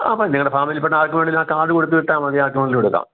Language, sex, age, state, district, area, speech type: Malayalam, male, 60+, Kerala, Kottayam, rural, conversation